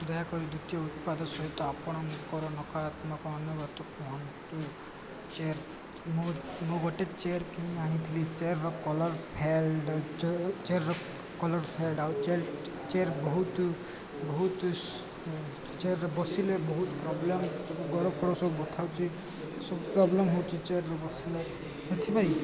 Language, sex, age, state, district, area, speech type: Odia, male, 18-30, Odisha, Koraput, urban, spontaneous